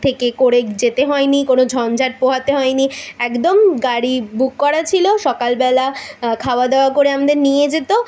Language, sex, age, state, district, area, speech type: Bengali, female, 18-30, West Bengal, Kolkata, urban, spontaneous